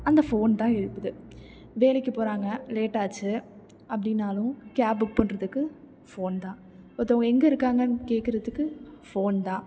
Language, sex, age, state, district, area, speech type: Tamil, female, 18-30, Tamil Nadu, Tiruchirappalli, rural, spontaneous